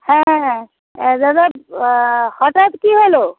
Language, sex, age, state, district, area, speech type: Bengali, female, 45-60, West Bengal, Hooghly, rural, conversation